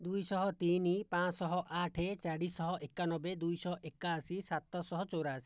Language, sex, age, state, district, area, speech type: Odia, male, 60+, Odisha, Jajpur, rural, spontaneous